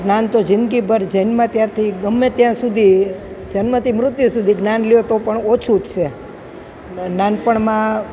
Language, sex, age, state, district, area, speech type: Gujarati, female, 45-60, Gujarat, Junagadh, rural, spontaneous